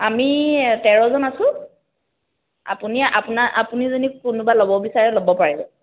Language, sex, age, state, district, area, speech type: Assamese, female, 18-30, Assam, Kamrup Metropolitan, urban, conversation